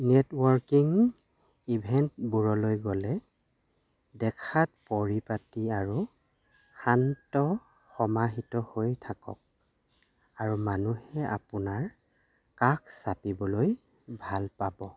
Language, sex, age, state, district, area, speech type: Assamese, male, 45-60, Assam, Dhemaji, rural, read